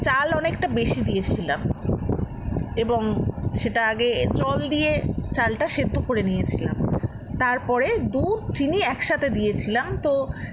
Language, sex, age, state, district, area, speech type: Bengali, female, 60+, West Bengal, Paschim Bardhaman, rural, spontaneous